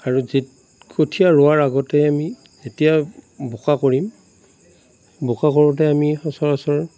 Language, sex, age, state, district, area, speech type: Assamese, male, 45-60, Assam, Darrang, rural, spontaneous